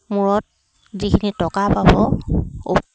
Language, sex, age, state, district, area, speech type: Assamese, female, 45-60, Assam, Charaideo, rural, spontaneous